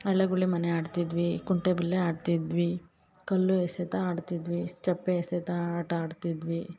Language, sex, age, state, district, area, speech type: Kannada, female, 18-30, Karnataka, Hassan, urban, spontaneous